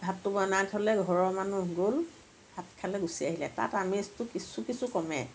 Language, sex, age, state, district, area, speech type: Assamese, female, 45-60, Assam, Lakhimpur, rural, spontaneous